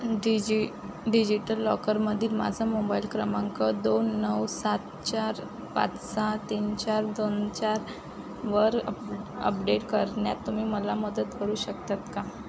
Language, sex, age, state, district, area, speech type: Marathi, female, 18-30, Maharashtra, Wardha, rural, read